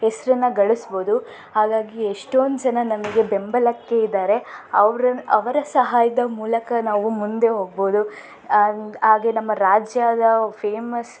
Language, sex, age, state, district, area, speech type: Kannada, female, 18-30, Karnataka, Davanagere, rural, spontaneous